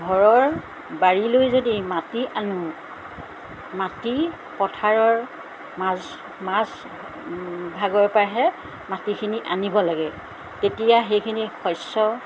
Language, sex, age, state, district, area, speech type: Assamese, female, 60+, Assam, Golaghat, urban, spontaneous